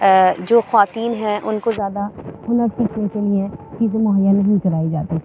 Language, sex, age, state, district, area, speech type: Urdu, female, 30-45, Uttar Pradesh, Aligarh, urban, spontaneous